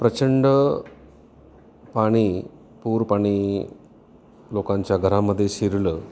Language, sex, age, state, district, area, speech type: Marathi, male, 45-60, Maharashtra, Nashik, urban, spontaneous